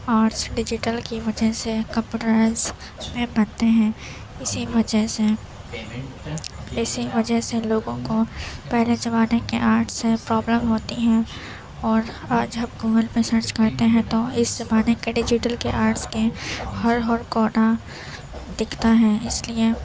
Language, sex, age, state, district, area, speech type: Urdu, female, 18-30, Uttar Pradesh, Gautam Buddha Nagar, rural, spontaneous